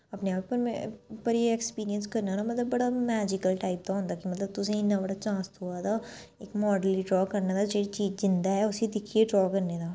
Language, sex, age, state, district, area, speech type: Dogri, female, 30-45, Jammu and Kashmir, Reasi, urban, spontaneous